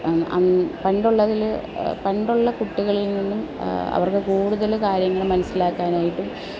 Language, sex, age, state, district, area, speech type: Malayalam, female, 30-45, Kerala, Alappuzha, urban, spontaneous